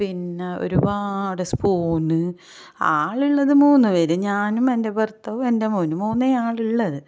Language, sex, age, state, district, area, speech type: Malayalam, female, 45-60, Kerala, Kasaragod, rural, spontaneous